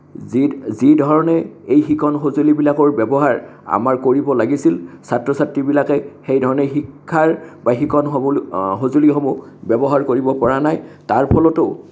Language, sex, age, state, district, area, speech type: Assamese, male, 60+, Assam, Kamrup Metropolitan, urban, spontaneous